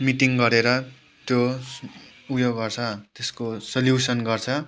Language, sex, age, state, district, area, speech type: Nepali, male, 18-30, West Bengal, Kalimpong, rural, spontaneous